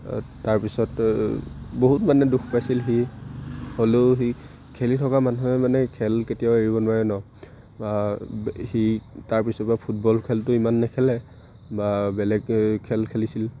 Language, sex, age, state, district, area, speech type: Assamese, male, 18-30, Assam, Lakhimpur, urban, spontaneous